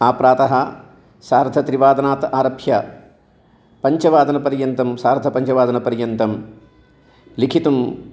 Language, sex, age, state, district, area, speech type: Sanskrit, male, 60+, Telangana, Jagtial, urban, spontaneous